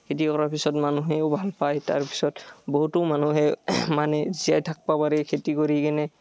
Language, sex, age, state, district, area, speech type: Assamese, male, 18-30, Assam, Barpeta, rural, spontaneous